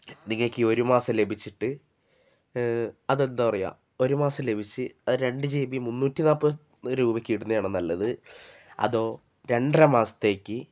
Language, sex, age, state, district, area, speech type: Malayalam, male, 45-60, Kerala, Wayanad, rural, spontaneous